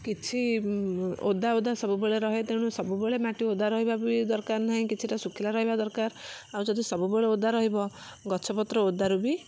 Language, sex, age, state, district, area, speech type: Odia, female, 45-60, Odisha, Kendujhar, urban, spontaneous